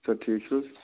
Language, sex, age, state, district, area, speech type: Kashmiri, male, 30-45, Jammu and Kashmir, Budgam, rural, conversation